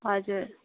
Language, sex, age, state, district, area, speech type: Nepali, female, 30-45, West Bengal, Jalpaiguri, rural, conversation